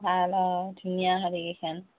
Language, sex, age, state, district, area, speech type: Assamese, female, 30-45, Assam, Nalbari, rural, conversation